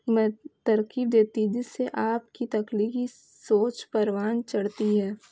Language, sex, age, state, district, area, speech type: Urdu, female, 18-30, West Bengal, Kolkata, urban, spontaneous